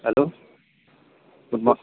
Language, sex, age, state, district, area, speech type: Kannada, male, 18-30, Karnataka, Kolar, rural, conversation